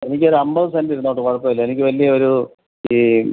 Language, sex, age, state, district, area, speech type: Malayalam, male, 45-60, Kerala, Kottayam, rural, conversation